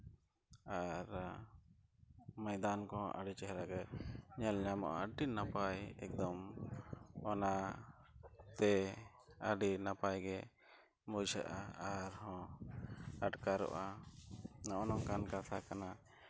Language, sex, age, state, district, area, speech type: Santali, male, 30-45, Jharkhand, East Singhbhum, rural, spontaneous